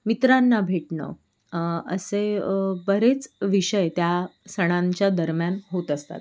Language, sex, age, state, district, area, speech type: Marathi, female, 18-30, Maharashtra, Sindhudurg, rural, spontaneous